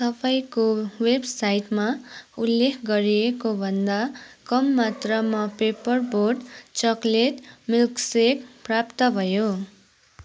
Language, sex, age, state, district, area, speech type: Nepali, female, 18-30, West Bengal, Kalimpong, rural, read